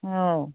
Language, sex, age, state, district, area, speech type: Manipuri, female, 60+, Manipur, Imphal East, rural, conversation